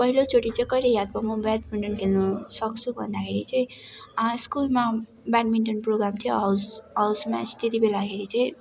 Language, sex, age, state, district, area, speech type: Nepali, female, 18-30, West Bengal, Darjeeling, rural, spontaneous